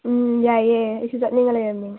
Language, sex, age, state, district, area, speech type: Manipuri, female, 18-30, Manipur, Tengnoupal, urban, conversation